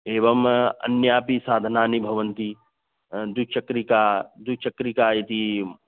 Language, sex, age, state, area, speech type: Sanskrit, male, 30-45, Uttar Pradesh, urban, conversation